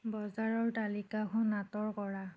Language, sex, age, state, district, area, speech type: Assamese, female, 30-45, Assam, Nagaon, urban, read